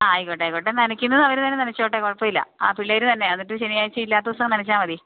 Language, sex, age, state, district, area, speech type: Malayalam, female, 30-45, Kerala, Idukki, rural, conversation